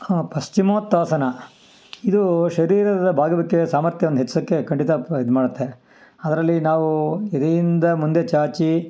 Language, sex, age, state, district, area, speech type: Kannada, male, 60+, Karnataka, Kolar, rural, spontaneous